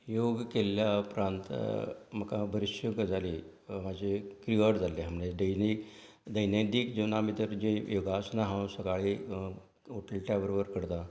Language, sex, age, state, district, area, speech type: Goan Konkani, male, 60+, Goa, Canacona, rural, spontaneous